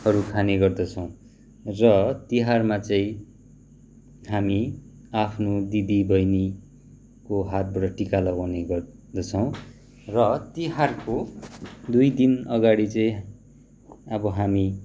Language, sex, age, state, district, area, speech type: Nepali, male, 30-45, West Bengal, Kalimpong, rural, spontaneous